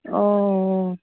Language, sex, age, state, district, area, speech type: Assamese, female, 30-45, Assam, Sivasagar, rural, conversation